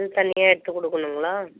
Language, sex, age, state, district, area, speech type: Tamil, female, 60+, Tamil Nadu, Vellore, rural, conversation